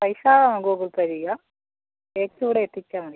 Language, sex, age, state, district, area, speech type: Malayalam, female, 60+, Kerala, Wayanad, rural, conversation